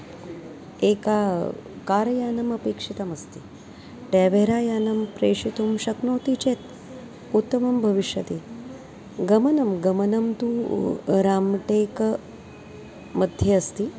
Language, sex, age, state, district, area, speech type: Sanskrit, female, 45-60, Maharashtra, Nagpur, urban, spontaneous